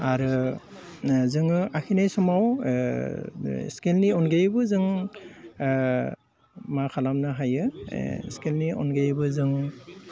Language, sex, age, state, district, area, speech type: Bodo, male, 30-45, Assam, Udalguri, urban, spontaneous